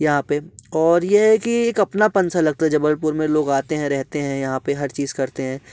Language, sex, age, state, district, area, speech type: Hindi, male, 18-30, Madhya Pradesh, Jabalpur, urban, spontaneous